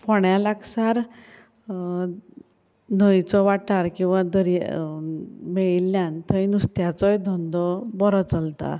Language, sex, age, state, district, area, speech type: Goan Konkani, female, 45-60, Goa, Ponda, rural, spontaneous